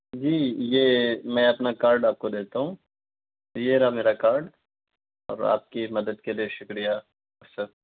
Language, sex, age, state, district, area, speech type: Urdu, male, 18-30, Delhi, South Delhi, rural, conversation